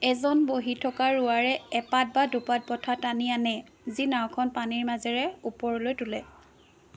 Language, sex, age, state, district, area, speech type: Assamese, female, 30-45, Assam, Jorhat, rural, read